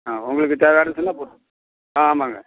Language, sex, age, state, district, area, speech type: Tamil, male, 45-60, Tamil Nadu, Perambalur, rural, conversation